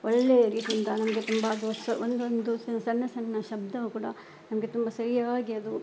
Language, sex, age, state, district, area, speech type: Kannada, female, 60+, Karnataka, Udupi, rural, spontaneous